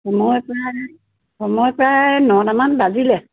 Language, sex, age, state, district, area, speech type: Assamese, female, 60+, Assam, Lakhimpur, urban, conversation